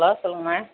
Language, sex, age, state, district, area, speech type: Tamil, female, 45-60, Tamil Nadu, Virudhunagar, rural, conversation